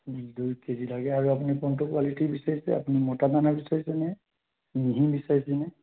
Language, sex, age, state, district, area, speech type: Assamese, male, 30-45, Assam, Sonitpur, rural, conversation